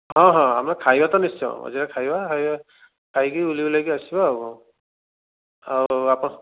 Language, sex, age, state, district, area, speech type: Odia, male, 45-60, Odisha, Dhenkanal, rural, conversation